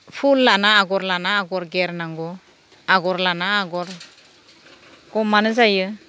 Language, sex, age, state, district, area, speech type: Bodo, female, 45-60, Assam, Udalguri, rural, spontaneous